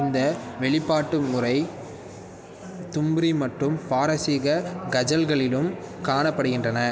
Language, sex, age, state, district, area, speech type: Tamil, male, 18-30, Tamil Nadu, Perambalur, rural, read